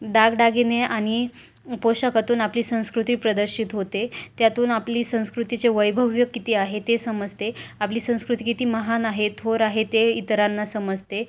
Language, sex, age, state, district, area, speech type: Marathi, female, 18-30, Maharashtra, Ahmednagar, rural, spontaneous